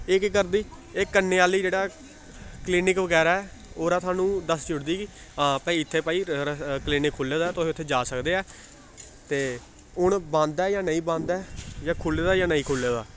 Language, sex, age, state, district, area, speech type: Dogri, male, 18-30, Jammu and Kashmir, Samba, urban, spontaneous